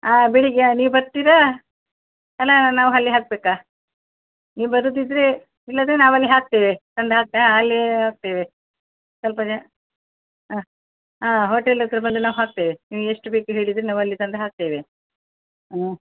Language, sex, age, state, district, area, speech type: Kannada, female, 60+, Karnataka, Dakshina Kannada, rural, conversation